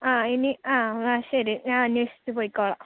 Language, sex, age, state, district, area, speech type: Malayalam, female, 18-30, Kerala, Kollam, rural, conversation